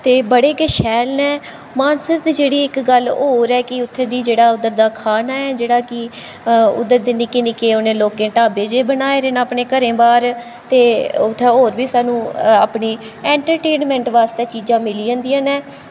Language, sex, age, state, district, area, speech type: Dogri, female, 18-30, Jammu and Kashmir, Kathua, rural, spontaneous